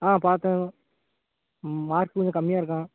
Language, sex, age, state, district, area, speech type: Tamil, male, 18-30, Tamil Nadu, Thoothukudi, rural, conversation